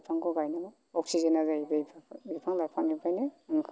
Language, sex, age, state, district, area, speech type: Bodo, male, 45-60, Assam, Kokrajhar, urban, spontaneous